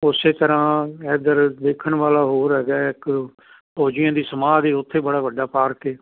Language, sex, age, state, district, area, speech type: Punjabi, male, 60+, Punjab, Fazilka, rural, conversation